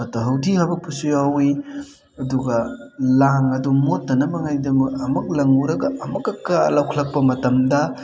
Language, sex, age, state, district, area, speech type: Manipuri, male, 30-45, Manipur, Thoubal, rural, spontaneous